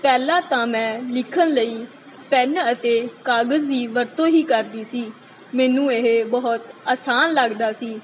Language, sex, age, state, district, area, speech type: Punjabi, female, 18-30, Punjab, Mansa, rural, spontaneous